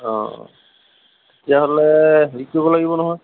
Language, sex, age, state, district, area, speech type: Assamese, male, 45-60, Assam, Lakhimpur, rural, conversation